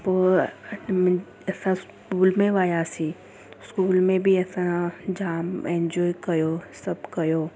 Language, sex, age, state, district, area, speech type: Sindhi, female, 30-45, Gujarat, Surat, urban, spontaneous